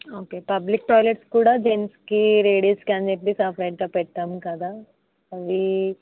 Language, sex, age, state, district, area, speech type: Telugu, female, 30-45, Andhra Pradesh, Kakinada, rural, conversation